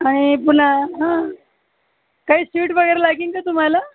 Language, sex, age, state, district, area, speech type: Marathi, female, 30-45, Maharashtra, Buldhana, rural, conversation